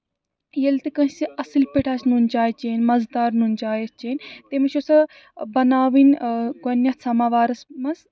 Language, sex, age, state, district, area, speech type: Kashmiri, female, 30-45, Jammu and Kashmir, Srinagar, urban, spontaneous